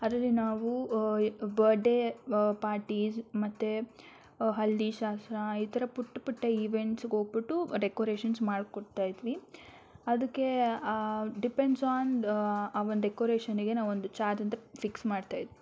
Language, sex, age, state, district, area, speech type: Kannada, female, 18-30, Karnataka, Tumkur, urban, spontaneous